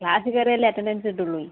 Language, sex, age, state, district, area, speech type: Malayalam, female, 60+, Kerala, Palakkad, rural, conversation